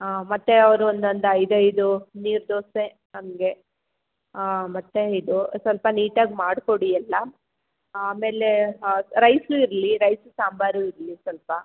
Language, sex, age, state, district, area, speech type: Kannada, female, 30-45, Karnataka, Chamarajanagar, rural, conversation